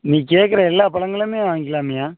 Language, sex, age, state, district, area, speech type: Tamil, male, 30-45, Tamil Nadu, Madurai, rural, conversation